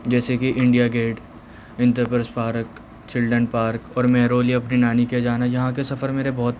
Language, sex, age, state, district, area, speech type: Urdu, male, 18-30, Delhi, Central Delhi, urban, spontaneous